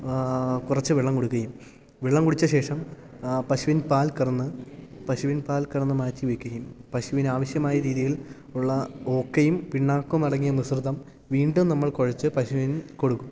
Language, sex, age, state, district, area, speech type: Malayalam, male, 18-30, Kerala, Idukki, rural, spontaneous